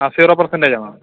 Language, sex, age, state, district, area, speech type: Malayalam, male, 30-45, Kerala, Idukki, rural, conversation